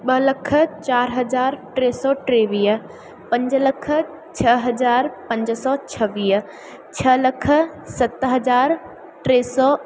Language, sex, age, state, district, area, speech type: Sindhi, female, 18-30, Madhya Pradesh, Katni, urban, spontaneous